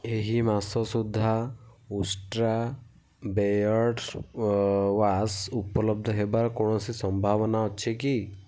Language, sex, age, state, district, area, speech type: Odia, male, 18-30, Odisha, Kendujhar, urban, read